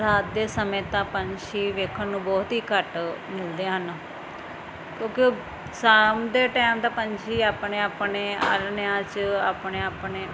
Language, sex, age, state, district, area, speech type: Punjabi, female, 30-45, Punjab, Firozpur, rural, spontaneous